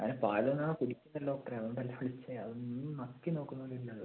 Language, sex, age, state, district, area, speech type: Malayalam, male, 18-30, Kerala, Wayanad, rural, conversation